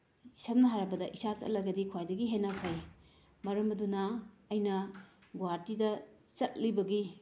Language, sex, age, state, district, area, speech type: Manipuri, female, 30-45, Manipur, Bishnupur, rural, spontaneous